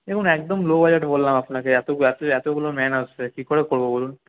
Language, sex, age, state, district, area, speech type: Bengali, male, 18-30, West Bengal, Paschim Bardhaman, rural, conversation